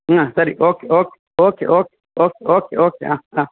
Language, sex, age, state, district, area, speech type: Kannada, male, 30-45, Karnataka, Udupi, rural, conversation